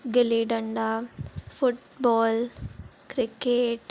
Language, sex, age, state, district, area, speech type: Sindhi, female, 18-30, Maharashtra, Thane, urban, spontaneous